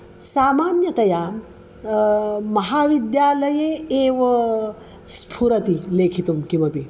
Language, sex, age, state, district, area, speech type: Sanskrit, female, 45-60, Maharashtra, Nagpur, urban, spontaneous